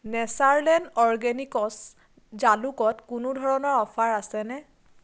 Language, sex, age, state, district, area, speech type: Assamese, female, 18-30, Assam, Biswanath, rural, read